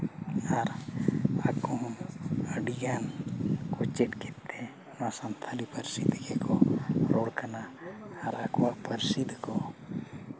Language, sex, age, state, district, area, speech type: Santali, male, 30-45, Jharkhand, East Singhbhum, rural, spontaneous